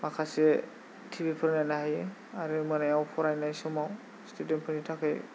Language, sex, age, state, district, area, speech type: Bodo, male, 18-30, Assam, Kokrajhar, rural, spontaneous